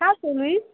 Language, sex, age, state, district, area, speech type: Nepali, female, 30-45, West Bengal, Jalpaiguri, urban, conversation